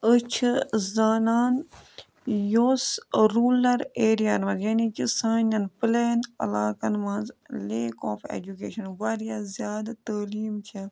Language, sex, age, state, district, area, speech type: Kashmiri, female, 18-30, Jammu and Kashmir, Budgam, rural, spontaneous